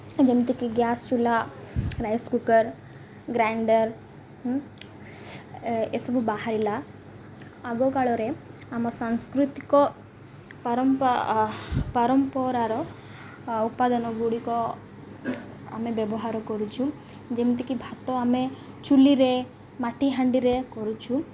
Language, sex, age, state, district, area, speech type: Odia, female, 18-30, Odisha, Malkangiri, urban, spontaneous